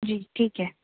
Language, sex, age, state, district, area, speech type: Urdu, female, 30-45, Delhi, Central Delhi, urban, conversation